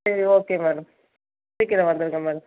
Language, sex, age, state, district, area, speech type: Tamil, female, 30-45, Tamil Nadu, Thanjavur, rural, conversation